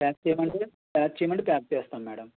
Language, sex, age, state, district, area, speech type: Telugu, male, 30-45, Andhra Pradesh, West Godavari, rural, conversation